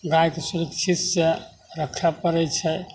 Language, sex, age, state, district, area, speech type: Maithili, male, 60+, Bihar, Begusarai, rural, spontaneous